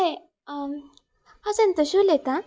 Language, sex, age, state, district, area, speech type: Goan Konkani, female, 18-30, Goa, Ponda, rural, spontaneous